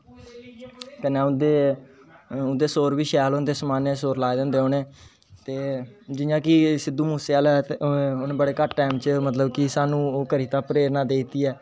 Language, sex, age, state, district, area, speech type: Dogri, male, 18-30, Jammu and Kashmir, Kathua, rural, spontaneous